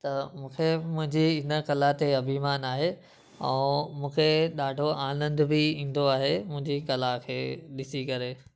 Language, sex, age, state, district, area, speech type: Sindhi, male, 18-30, Gujarat, Surat, urban, spontaneous